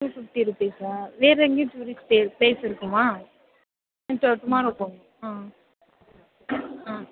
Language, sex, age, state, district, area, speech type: Tamil, female, 18-30, Tamil Nadu, Pudukkottai, rural, conversation